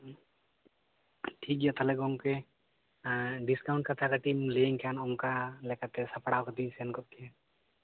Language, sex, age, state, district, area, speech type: Santali, male, 18-30, West Bengal, Bankura, rural, conversation